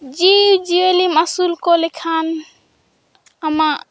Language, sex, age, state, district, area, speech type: Santali, female, 18-30, Jharkhand, Seraikela Kharsawan, rural, spontaneous